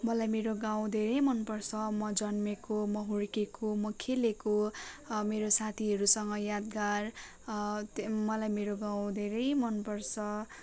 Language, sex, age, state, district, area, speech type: Nepali, female, 18-30, West Bengal, Darjeeling, rural, spontaneous